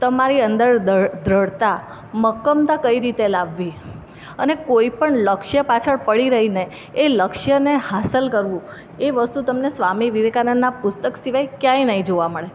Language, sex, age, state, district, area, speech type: Gujarati, female, 30-45, Gujarat, Surat, urban, spontaneous